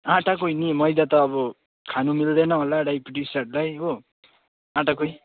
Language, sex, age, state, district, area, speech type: Nepali, male, 18-30, West Bengal, Darjeeling, urban, conversation